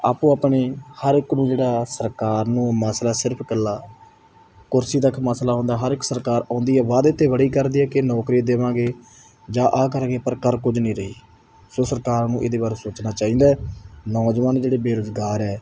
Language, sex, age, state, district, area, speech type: Punjabi, male, 18-30, Punjab, Mansa, rural, spontaneous